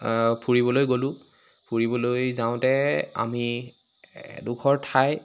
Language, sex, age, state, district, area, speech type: Assamese, male, 18-30, Assam, Sivasagar, rural, spontaneous